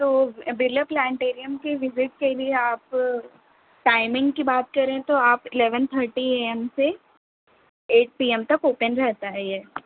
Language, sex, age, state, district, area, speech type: Urdu, female, 18-30, Telangana, Hyderabad, urban, conversation